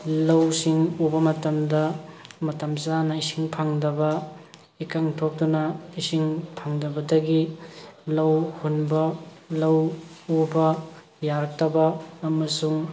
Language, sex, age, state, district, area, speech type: Manipuri, male, 30-45, Manipur, Thoubal, rural, spontaneous